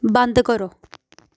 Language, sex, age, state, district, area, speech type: Dogri, female, 18-30, Jammu and Kashmir, Jammu, rural, read